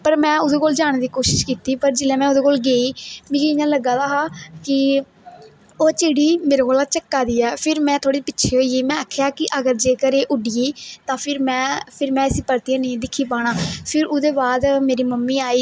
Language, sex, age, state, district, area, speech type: Dogri, female, 18-30, Jammu and Kashmir, Kathua, rural, spontaneous